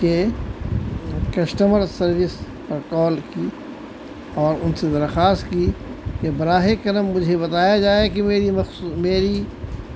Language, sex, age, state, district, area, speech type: Urdu, male, 60+, Delhi, South Delhi, urban, spontaneous